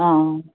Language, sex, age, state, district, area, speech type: Maithili, female, 45-60, Bihar, Purnia, rural, conversation